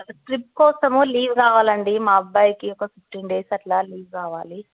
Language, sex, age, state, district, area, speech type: Telugu, female, 18-30, Telangana, Medchal, urban, conversation